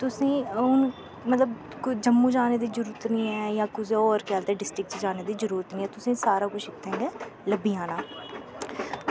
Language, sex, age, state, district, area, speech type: Dogri, female, 18-30, Jammu and Kashmir, Samba, urban, spontaneous